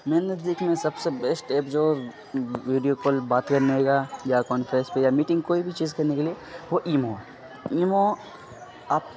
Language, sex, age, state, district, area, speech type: Urdu, male, 30-45, Bihar, Khagaria, rural, spontaneous